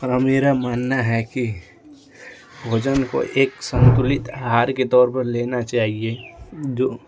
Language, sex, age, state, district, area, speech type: Hindi, male, 18-30, Uttar Pradesh, Ghazipur, urban, spontaneous